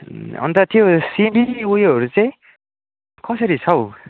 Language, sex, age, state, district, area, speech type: Nepali, male, 18-30, West Bengal, Kalimpong, rural, conversation